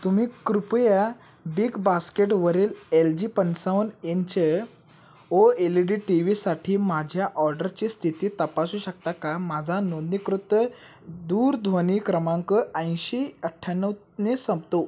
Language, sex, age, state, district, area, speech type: Marathi, male, 18-30, Maharashtra, Kolhapur, urban, read